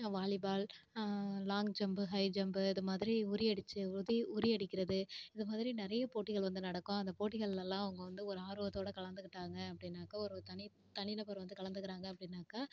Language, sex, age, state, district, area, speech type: Tamil, female, 18-30, Tamil Nadu, Tiruvarur, rural, spontaneous